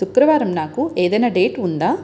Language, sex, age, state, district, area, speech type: Telugu, female, 30-45, Andhra Pradesh, Visakhapatnam, urban, read